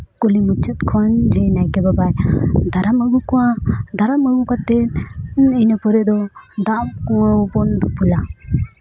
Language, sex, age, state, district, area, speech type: Santali, female, 18-30, Jharkhand, Seraikela Kharsawan, rural, spontaneous